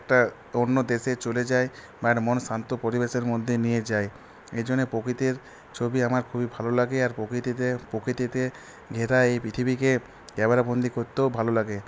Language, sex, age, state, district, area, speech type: Bengali, male, 45-60, West Bengal, Purulia, urban, spontaneous